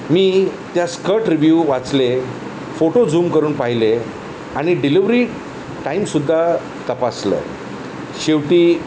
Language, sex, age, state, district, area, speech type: Marathi, male, 45-60, Maharashtra, Thane, rural, spontaneous